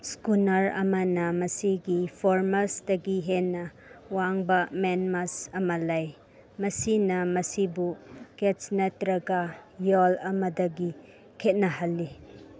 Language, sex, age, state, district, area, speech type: Manipuri, female, 45-60, Manipur, Chandel, rural, read